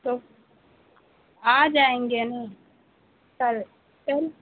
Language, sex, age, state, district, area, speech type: Urdu, female, 18-30, Bihar, Saharsa, rural, conversation